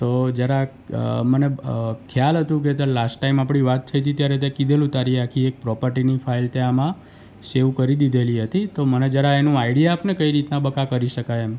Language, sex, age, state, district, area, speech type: Gujarati, male, 45-60, Gujarat, Surat, rural, spontaneous